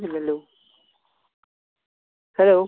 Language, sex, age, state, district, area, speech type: Malayalam, male, 18-30, Kerala, Kollam, rural, conversation